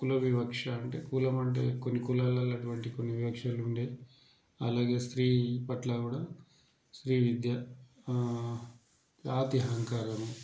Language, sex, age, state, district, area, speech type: Telugu, male, 30-45, Telangana, Mancherial, rural, spontaneous